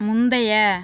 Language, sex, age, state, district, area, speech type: Tamil, female, 18-30, Tamil Nadu, Namakkal, rural, read